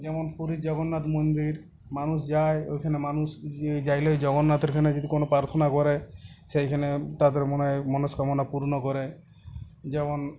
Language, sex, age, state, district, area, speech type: Bengali, male, 30-45, West Bengal, Uttar Dinajpur, rural, spontaneous